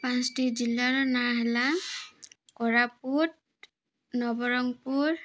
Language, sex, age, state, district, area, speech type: Odia, female, 30-45, Odisha, Malkangiri, urban, spontaneous